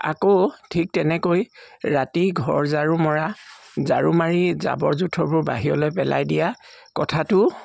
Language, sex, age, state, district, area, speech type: Assamese, male, 45-60, Assam, Charaideo, urban, spontaneous